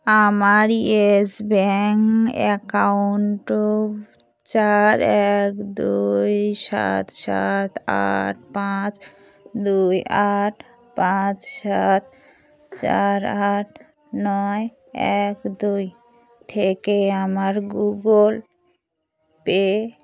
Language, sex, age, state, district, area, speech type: Bengali, female, 45-60, West Bengal, Dakshin Dinajpur, urban, read